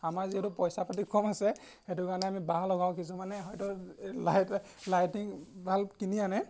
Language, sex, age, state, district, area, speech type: Assamese, male, 18-30, Assam, Golaghat, rural, spontaneous